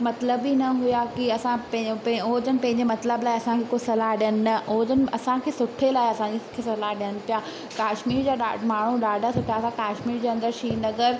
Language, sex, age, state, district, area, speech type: Sindhi, female, 18-30, Madhya Pradesh, Katni, rural, spontaneous